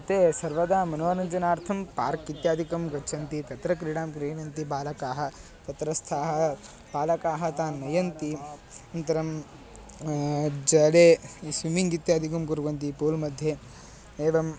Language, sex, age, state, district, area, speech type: Sanskrit, male, 18-30, Karnataka, Haveri, rural, spontaneous